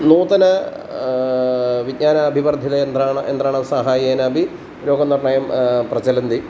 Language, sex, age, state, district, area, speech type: Sanskrit, male, 45-60, Kerala, Kottayam, rural, spontaneous